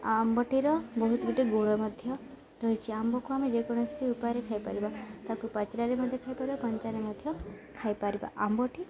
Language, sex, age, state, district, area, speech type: Odia, female, 18-30, Odisha, Subarnapur, urban, spontaneous